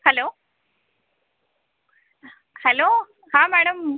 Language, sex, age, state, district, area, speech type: Marathi, female, 18-30, Maharashtra, Buldhana, urban, conversation